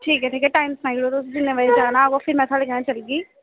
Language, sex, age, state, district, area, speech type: Dogri, female, 18-30, Jammu and Kashmir, Kathua, rural, conversation